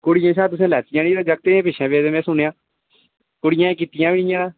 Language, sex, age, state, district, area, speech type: Dogri, male, 18-30, Jammu and Kashmir, Udhampur, urban, conversation